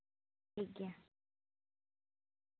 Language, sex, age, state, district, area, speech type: Santali, female, 18-30, West Bengal, Purba Bardhaman, rural, conversation